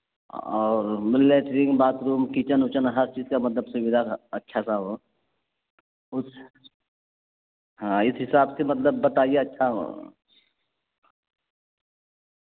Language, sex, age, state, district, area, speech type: Urdu, male, 45-60, Bihar, Araria, rural, conversation